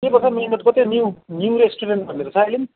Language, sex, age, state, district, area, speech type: Nepali, male, 30-45, West Bengal, Kalimpong, rural, conversation